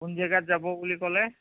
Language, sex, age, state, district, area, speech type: Assamese, male, 45-60, Assam, Sivasagar, rural, conversation